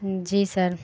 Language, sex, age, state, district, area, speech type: Urdu, female, 18-30, Bihar, Saharsa, rural, spontaneous